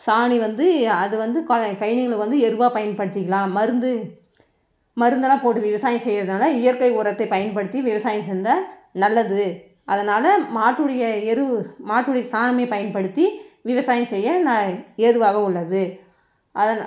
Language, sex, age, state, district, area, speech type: Tamil, female, 60+, Tamil Nadu, Krishnagiri, rural, spontaneous